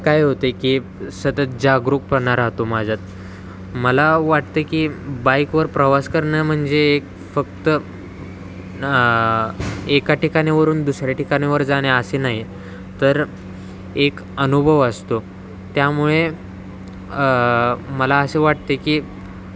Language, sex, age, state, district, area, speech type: Marathi, male, 18-30, Maharashtra, Wardha, urban, spontaneous